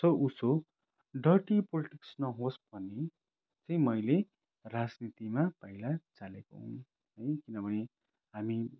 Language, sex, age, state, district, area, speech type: Nepali, male, 30-45, West Bengal, Kalimpong, rural, spontaneous